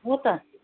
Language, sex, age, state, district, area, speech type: Nepali, female, 45-60, West Bengal, Kalimpong, rural, conversation